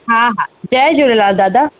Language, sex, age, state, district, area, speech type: Sindhi, female, 30-45, Rajasthan, Ajmer, urban, conversation